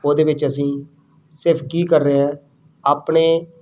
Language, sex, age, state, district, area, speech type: Punjabi, male, 30-45, Punjab, Rupnagar, rural, spontaneous